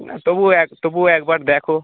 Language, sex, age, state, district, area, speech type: Bengali, male, 18-30, West Bengal, North 24 Parganas, urban, conversation